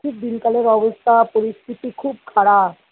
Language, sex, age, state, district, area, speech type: Bengali, female, 60+, West Bengal, Kolkata, urban, conversation